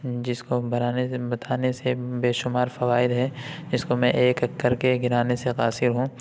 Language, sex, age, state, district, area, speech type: Urdu, male, 45-60, Uttar Pradesh, Lucknow, urban, spontaneous